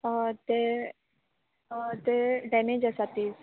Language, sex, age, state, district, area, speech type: Goan Konkani, female, 18-30, Goa, Quepem, rural, conversation